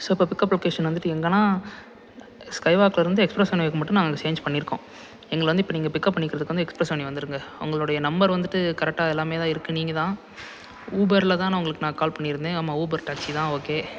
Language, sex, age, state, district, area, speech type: Tamil, male, 18-30, Tamil Nadu, Salem, urban, spontaneous